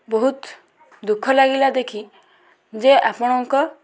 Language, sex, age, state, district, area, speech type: Odia, female, 18-30, Odisha, Bhadrak, rural, spontaneous